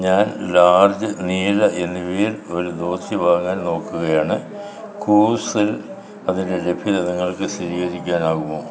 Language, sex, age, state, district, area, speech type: Malayalam, male, 60+, Kerala, Kollam, rural, read